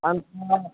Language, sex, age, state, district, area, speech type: Nepali, male, 18-30, West Bengal, Alipurduar, urban, conversation